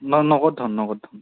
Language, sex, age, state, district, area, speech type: Assamese, male, 18-30, Assam, Sonitpur, rural, conversation